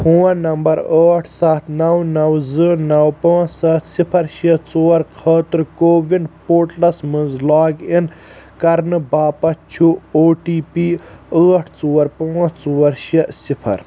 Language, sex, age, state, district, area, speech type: Kashmiri, male, 18-30, Jammu and Kashmir, Kulgam, urban, read